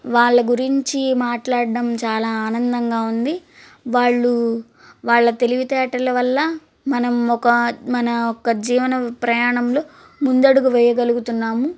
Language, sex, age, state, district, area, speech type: Telugu, female, 18-30, Andhra Pradesh, Guntur, urban, spontaneous